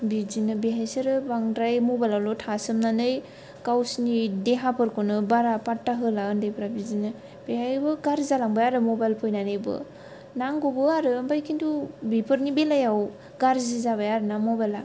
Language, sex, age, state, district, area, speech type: Bodo, female, 18-30, Assam, Kokrajhar, urban, spontaneous